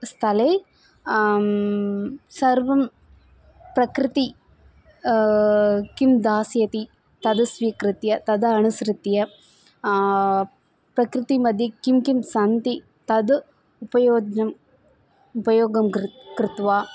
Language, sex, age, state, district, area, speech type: Sanskrit, female, 18-30, Tamil Nadu, Thanjavur, rural, spontaneous